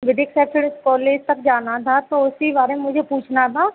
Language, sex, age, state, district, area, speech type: Hindi, female, 30-45, Madhya Pradesh, Hoshangabad, rural, conversation